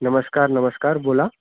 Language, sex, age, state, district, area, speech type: Marathi, male, 18-30, Maharashtra, Wardha, rural, conversation